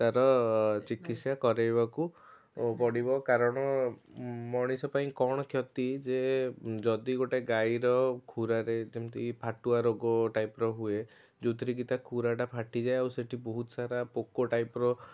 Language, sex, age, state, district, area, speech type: Odia, male, 30-45, Odisha, Cuttack, urban, spontaneous